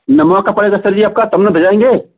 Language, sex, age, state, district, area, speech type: Hindi, male, 45-60, Uttar Pradesh, Chandauli, urban, conversation